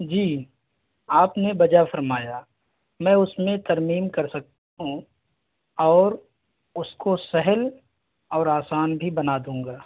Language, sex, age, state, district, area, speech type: Urdu, male, 18-30, Delhi, North East Delhi, rural, conversation